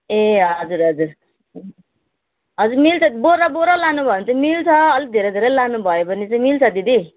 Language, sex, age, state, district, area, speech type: Nepali, female, 30-45, West Bengal, Jalpaiguri, urban, conversation